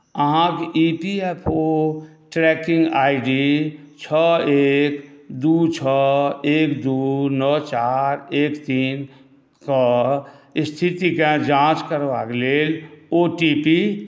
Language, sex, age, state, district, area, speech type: Maithili, male, 60+, Bihar, Saharsa, urban, read